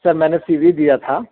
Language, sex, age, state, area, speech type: Urdu, male, 30-45, Jharkhand, urban, conversation